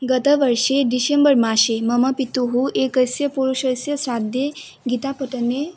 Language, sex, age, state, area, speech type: Sanskrit, female, 18-30, Assam, rural, spontaneous